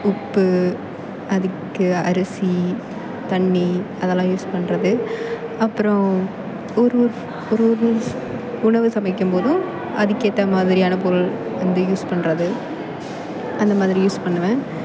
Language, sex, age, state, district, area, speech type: Tamil, female, 18-30, Tamil Nadu, Perambalur, urban, spontaneous